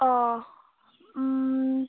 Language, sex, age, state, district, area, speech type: Bodo, female, 18-30, Assam, Baksa, rural, conversation